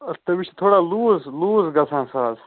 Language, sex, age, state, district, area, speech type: Kashmiri, male, 18-30, Jammu and Kashmir, Budgam, rural, conversation